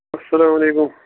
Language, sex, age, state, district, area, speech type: Kashmiri, male, 30-45, Jammu and Kashmir, Bandipora, rural, conversation